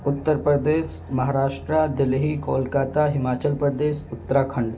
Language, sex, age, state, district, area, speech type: Urdu, male, 18-30, Uttar Pradesh, Balrampur, rural, spontaneous